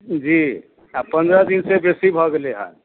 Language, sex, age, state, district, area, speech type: Maithili, male, 45-60, Bihar, Madhubani, rural, conversation